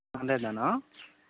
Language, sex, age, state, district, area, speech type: Telugu, male, 18-30, Andhra Pradesh, Eluru, urban, conversation